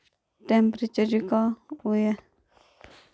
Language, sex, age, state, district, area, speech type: Dogri, female, 30-45, Jammu and Kashmir, Udhampur, rural, spontaneous